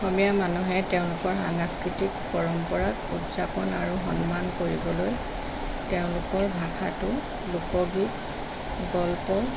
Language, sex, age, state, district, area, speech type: Assamese, female, 45-60, Assam, Jorhat, urban, spontaneous